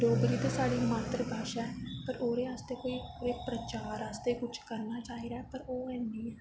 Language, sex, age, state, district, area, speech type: Dogri, female, 18-30, Jammu and Kashmir, Reasi, urban, spontaneous